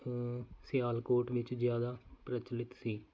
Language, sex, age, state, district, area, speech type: Punjabi, male, 30-45, Punjab, Faridkot, rural, spontaneous